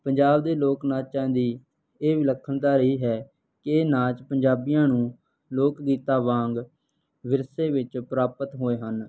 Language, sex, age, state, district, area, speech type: Punjabi, male, 18-30, Punjab, Barnala, rural, spontaneous